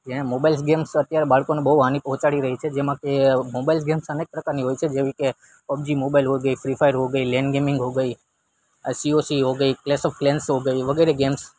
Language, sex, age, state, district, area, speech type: Gujarati, male, 18-30, Gujarat, Junagadh, rural, spontaneous